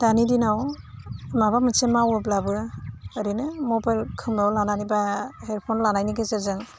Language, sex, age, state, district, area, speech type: Bodo, female, 30-45, Assam, Udalguri, urban, spontaneous